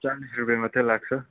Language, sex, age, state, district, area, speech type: Nepali, male, 30-45, West Bengal, Kalimpong, rural, conversation